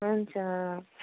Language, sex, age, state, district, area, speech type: Nepali, female, 30-45, West Bengal, Kalimpong, rural, conversation